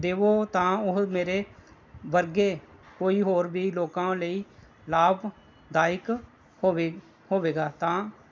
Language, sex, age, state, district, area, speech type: Punjabi, male, 30-45, Punjab, Pathankot, rural, spontaneous